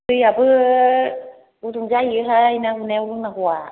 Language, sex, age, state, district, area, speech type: Bodo, female, 45-60, Assam, Kokrajhar, urban, conversation